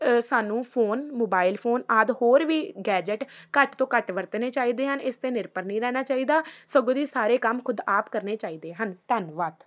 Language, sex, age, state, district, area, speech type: Punjabi, female, 18-30, Punjab, Faridkot, urban, spontaneous